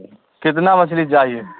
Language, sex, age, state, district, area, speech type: Urdu, male, 45-60, Bihar, Supaul, rural, conversation